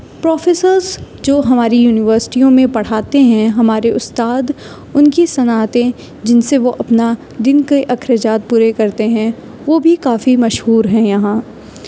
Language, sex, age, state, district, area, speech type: Urdu, female, 18-30, Uttar Pradesh, Aligarh, urban, spontaneous